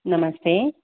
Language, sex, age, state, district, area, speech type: Hindi, female, 18-30, Rajasthan, Jaipur, urban, conversation